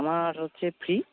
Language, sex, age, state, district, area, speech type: Bengali, male, 30-45, West Bengal, North 24 Parganas, urban, conversation